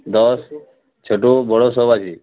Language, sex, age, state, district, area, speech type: Bengali, male, 18-30, West Bengal, Uttar Dinajpur, urban, conversation